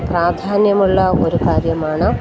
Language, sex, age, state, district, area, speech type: Malayalam, female, 45-60, Kerala, Kottayam, rural, spontaneous